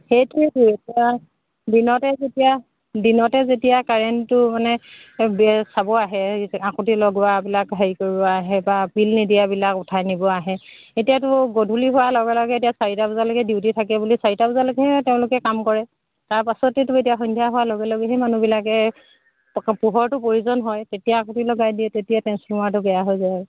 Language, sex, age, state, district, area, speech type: Assamese, female, 30-45, Assam, Charaideo, rural, conversation